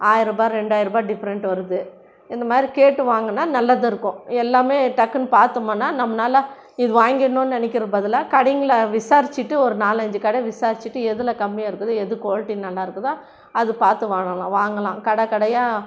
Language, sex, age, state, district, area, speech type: Tamil, female, 60+, Tamil Nadu, Krishnagiri, rural, spontaneous